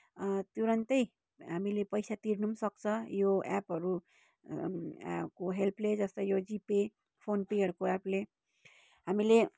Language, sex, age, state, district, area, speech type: Nepali, female, 30-45, West Bengal, Kalimpong, rural, spontaneous